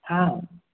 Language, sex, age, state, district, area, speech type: Manipuri, other, 30-45, Manipur, Imphal West, urban, conversation